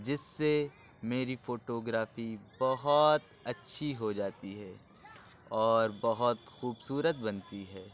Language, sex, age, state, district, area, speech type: Urdu, male, 18-30, Uttar Pradesh, Lucknow, urban, spontaneous